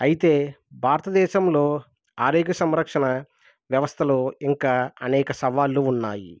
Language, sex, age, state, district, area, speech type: Telugu, male, 30-45, Andhra Pradesh, East Godavari, rural, spontaneous